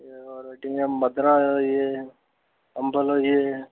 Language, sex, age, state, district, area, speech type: Dogri, male, 30-45, Jammu and Kashmir, Reasi, urban, conversation